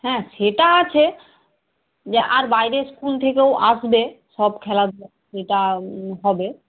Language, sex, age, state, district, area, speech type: Bengali, female, 30-45, West Bengal, Purba Medinipur, rural, conversation